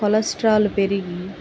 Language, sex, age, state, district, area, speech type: Telugu, female, 30-45, Andhra Pradesh, Guntur, rural, spontaneous